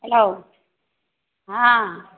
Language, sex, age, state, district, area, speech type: Maithili, female, 60+, Bihar, Samastipur, urban, conversation